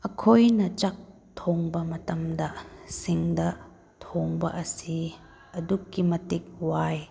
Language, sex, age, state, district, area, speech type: Manipuri, female, 18-30, Manipur, Chandel, rural, spontaneous